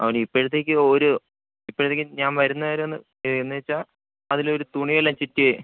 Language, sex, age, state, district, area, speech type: Malayalam, male, 18-30, Kerala, Thiruvananthapuram, rural, conversation